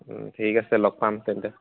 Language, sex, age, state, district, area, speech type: Assamese, male, 30-45, Assam, Dibrugarh, rural, conversation